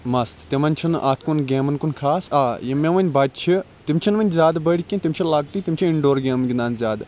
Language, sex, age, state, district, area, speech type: Kashmiri, male, 30-45, Jammu and Kashmir, Kulgam, rural, spontaneous